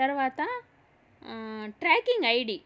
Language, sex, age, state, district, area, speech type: Telugu, female, 30-45, Andhra Pradesh, Kadapa, rural, spontaneous